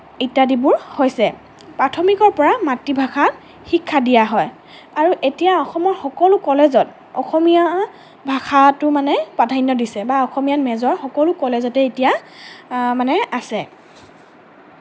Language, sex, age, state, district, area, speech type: Assamese, female, 18-30, Assam, Lakhimpur, urban, spontaneous